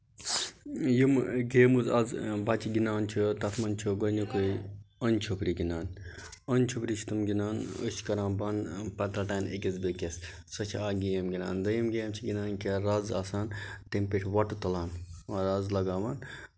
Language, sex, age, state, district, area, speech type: Kashmiri, male, 30-45, Jammu and Kashmir, Budgam, rural, spontaneous